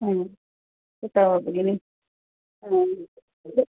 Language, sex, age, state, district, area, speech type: Sanskrit, female, 60+, Karnataka, Bangalore Urban, urban, conversation